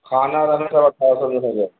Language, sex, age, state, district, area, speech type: Hindi, male, 45-60, Uttar Pradesh, Sitapur, rural, conversation